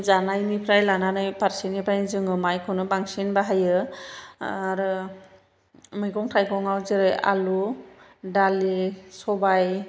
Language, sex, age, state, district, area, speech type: Bodo, female, 45-60, Assam, Chirang, urban, spontaneous